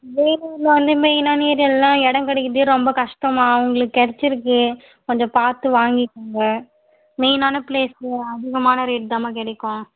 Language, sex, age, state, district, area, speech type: Tamil, female, 18-30, Tamil Nadu, Vellore, urban, conversation